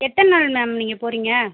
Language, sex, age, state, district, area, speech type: Tamil, female, 30-45, Tamil Nadu, Pudukkottai, rural, conversation